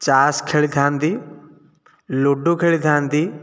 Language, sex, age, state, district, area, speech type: Odia, male, 30-45, Odisha, Nayagarh, rural, spontaneous